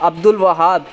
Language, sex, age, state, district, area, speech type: Urdu, male, 18-30, Uttar Pradesh, Shahjahanpur, urban, spontaneous